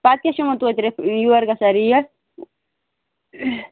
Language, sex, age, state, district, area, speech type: Kashmiri, female, 30-45, Jammu and Kashmir, Bandipora, rural, conversation